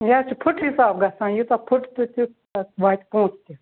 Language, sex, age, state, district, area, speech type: Kashmiri, female, 18-30, Jammu and Kashmir, Budgam, rural, conversation